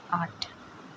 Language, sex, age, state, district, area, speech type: Goan Konkani, female, 18-30, Goa, Ponda, rural, spontaneous